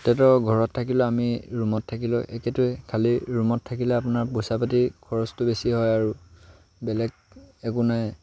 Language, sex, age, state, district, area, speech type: Assamese, male, 18-30, Assam, Sivasagar, rural, spontaneous